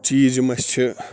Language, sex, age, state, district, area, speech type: Kashmiri, male, 30-45, Jammu and Kashmir, Bandipora, rural, spontaneous